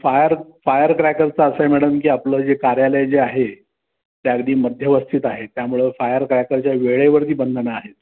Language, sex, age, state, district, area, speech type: Marathi, male, 60+, Maharashtra, Pune, urban, conversation